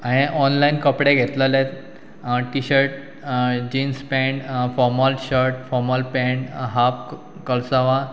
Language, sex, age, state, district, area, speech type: Goan Konkani, male, 30-45, Goa, Pernem, rural, spontaneous